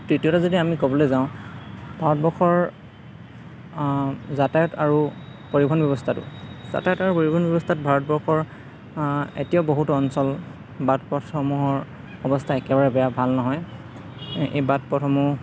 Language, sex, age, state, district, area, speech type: Assamese, male, 30-45, Assam, Morigaon, rural, spontaneous